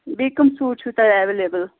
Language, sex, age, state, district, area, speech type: Kashmiri, female, 18-30, Jammu and Kashmir, Pulwama, rural, conversation